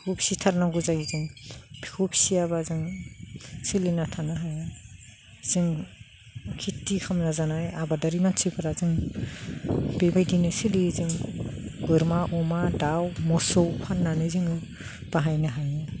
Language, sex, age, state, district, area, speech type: Bodo, female, 45-60, Assam, Udalguri, rural, spontaneous